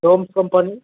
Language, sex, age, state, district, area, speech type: Bengali, male, 18-30, West Bengal, Alipurduar, rural, conversation